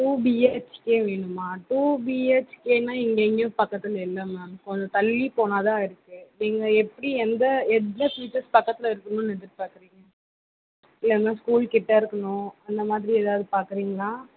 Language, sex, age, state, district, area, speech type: Tamil, female, 18-30, Tamil Nadu, Tiruvallur, urban, conversation